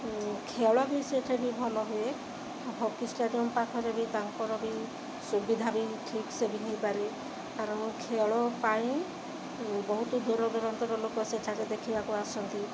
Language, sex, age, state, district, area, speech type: Odia, female, 30-45, Odisha, Sundergarh, urban, spontaneous